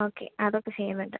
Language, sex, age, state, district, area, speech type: Malayalam, female, 30-45, Kerala, Thrissur, rural, conversation